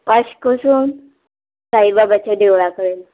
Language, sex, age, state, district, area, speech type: Goan Konkani, female, 45-60, Goa, Murmgao, urban, conversation